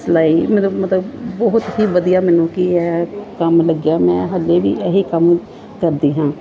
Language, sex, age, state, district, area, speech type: Punjabi, female, 45-60, Punjab, Gurdaspur, urban, spontaneous